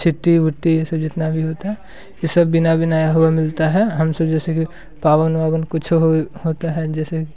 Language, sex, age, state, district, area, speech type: Hindi, male, 18-30, Bihar, Muzaffarpur, rural, spontaneous